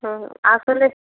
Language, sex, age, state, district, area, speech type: Bengali, female, 18-30, West Bengal, Purba Medinipur, rural, conversation